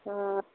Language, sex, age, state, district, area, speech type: Odia, female, 45-60, Odisha, Gajapati, rural, conversation